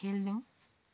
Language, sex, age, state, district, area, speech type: Nepali, female, 45-60, West Bengal, Darjeeling, rural, read